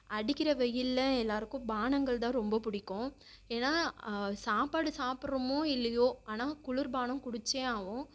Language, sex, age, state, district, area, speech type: Tamil, female, 30-45, Tamil Nadu, Viluppuram, urban, spontaneous